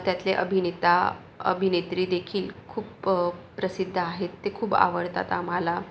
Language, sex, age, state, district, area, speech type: Marathi, female, 45-60, Maharashtra, Yavatmal, urban, spontaneous